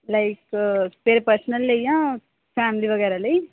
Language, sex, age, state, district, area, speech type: Punjabi, female, 18-30, Punjab, Firozpur, urban, conversation